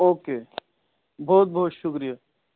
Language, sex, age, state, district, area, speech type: Urdu, male, 45-60, Delhi, Central Delhi, urban, conversation